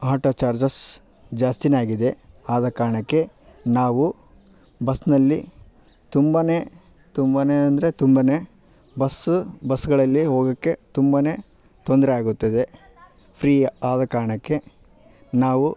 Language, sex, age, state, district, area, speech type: Kannada, male, 30-45, Karnataka, Vijayanagara, rural, spontaneous